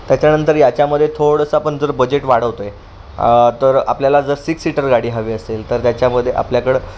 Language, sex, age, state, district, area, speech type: Marathi, male, 30-45, Maharashtra, Pune, urban, spontaneous